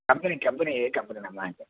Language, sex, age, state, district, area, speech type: Telugu, male, 60+, Andhra Pradesh, Sri Satya Sai, urban, conversation